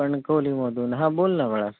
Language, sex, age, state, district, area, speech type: Marathi, male, 30-45, Maharashtra, Sindhudurg, rural, conversation